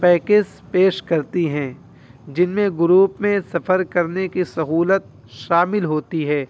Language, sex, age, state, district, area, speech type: Urdu, male, 18-30, Uttar Pradesh, Muzaffarnagar, urban, spontaneous